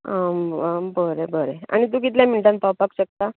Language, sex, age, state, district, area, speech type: Goan Konkani, female, 45-60, Goa, Bardez, urban, conversation